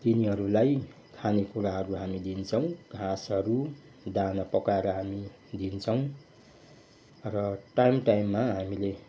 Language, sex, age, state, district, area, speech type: Nepali, male, 60+, West Bengal, Kalimpong, rural, spontaneous